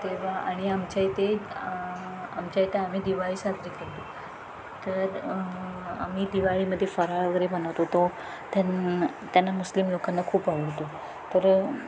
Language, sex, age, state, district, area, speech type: Marathi, female, 30-45, Maharashtra, Ratnagiri, rural, spontaneous